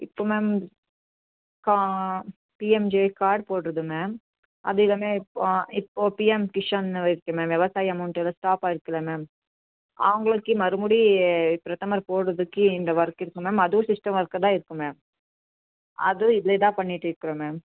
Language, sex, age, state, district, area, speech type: Tamil, female, 30-45, Tamil Nadu, Nilgiris, urban, conversation